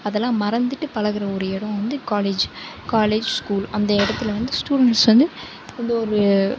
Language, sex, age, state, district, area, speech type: Tamil, female, 18-30, Tamil Nadu, Sivaganga, rural, spontaneous